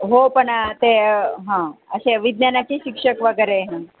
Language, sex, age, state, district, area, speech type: Marathi, female, 45-60, Maharashtra, Jalna, rural, conversation